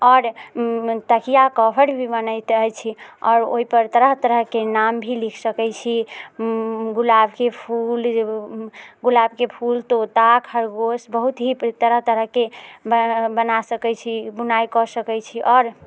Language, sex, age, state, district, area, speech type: Maithili, female, 18-30, Bihar, Muzaffarpur, rural, spontaneous